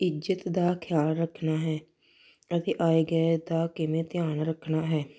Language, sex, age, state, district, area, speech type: Punjabi, female, 18-30, Punjab, Tarn Taran, rural, spontaneous